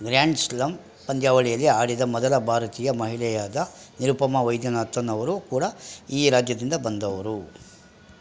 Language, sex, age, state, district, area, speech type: Kannada, male, 45-60, Karnataka, Bangalore Rural, rural, read